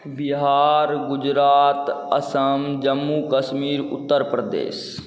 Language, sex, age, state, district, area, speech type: Maithili, male, 18-30, Bihar, Saharsa, rural, spontaneous